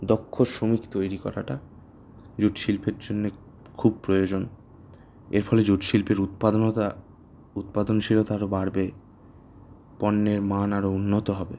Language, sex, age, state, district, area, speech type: Bengali, male, 18-30, West Bengal, Kolkata, urban, spontaneous